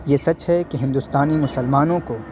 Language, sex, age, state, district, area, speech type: Urdu, male, 18-30, Delhi, South Delhi, urban, spontaneous